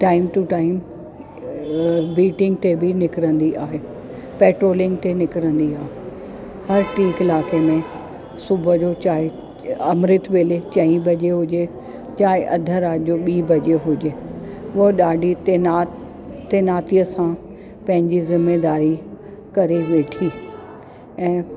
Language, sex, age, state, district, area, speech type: Sindhi, female, 45-60, Delhi, South Delhi, urban, spontaneous